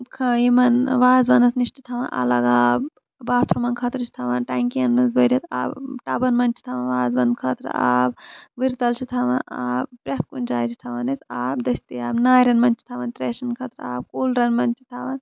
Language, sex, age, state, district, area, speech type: Kashmiri, female, 30-45, Jammu and Kashmir, Shopian, urban, spontaneous